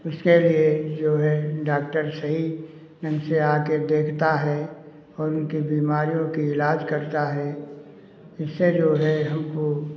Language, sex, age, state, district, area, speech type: Hindi, male, 60+, Uttar Pradesh, Lucknow, rural, spontaneous